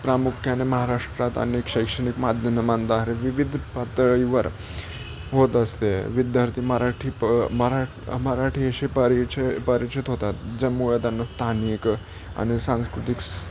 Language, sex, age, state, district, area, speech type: Marathi, male, 18-30, Maharashtra, Nashik, urban, spontaneous